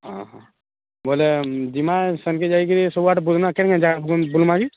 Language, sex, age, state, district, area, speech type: Odia, male, 18-30, Odisha, Subarnapur, urban, conversation